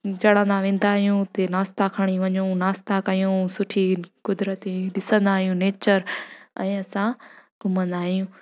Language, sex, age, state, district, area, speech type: Sindhi, female, 18-30, Gujarat, Junagadh, rural, spontaneous